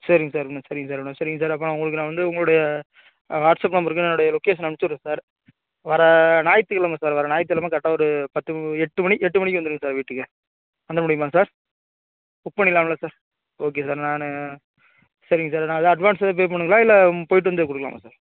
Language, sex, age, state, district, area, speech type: Tamil, male, 30-45, Tamil Nadu, Tiruvarur, rural, conversation